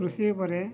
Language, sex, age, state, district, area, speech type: Odia, male, 60+, Odisha, Mayurbhanj, rural, spontaneous